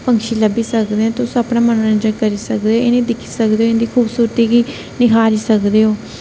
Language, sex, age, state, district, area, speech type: Dogri, female, 18-30, Jammu and Kashmir, Reasi, rural, spontaneous